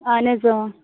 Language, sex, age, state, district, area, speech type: Kashmiri, female, 18-30, Jammu and Kashmir, Budgam, rural, conversation